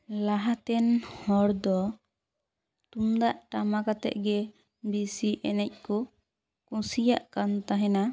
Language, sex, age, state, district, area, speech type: Santali, female, 18-30, West Bengal, Purba Bardhaman, rural, spontaneous